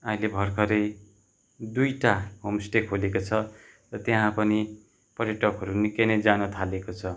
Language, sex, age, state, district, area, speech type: Nepali, male, 30-45, West Bengal, Kalimpong, rural, spontaneous